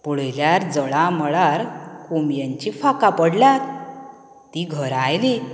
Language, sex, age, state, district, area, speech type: Goan Konkani, female, 30-45, Goa, Canacona, rural, spontaneous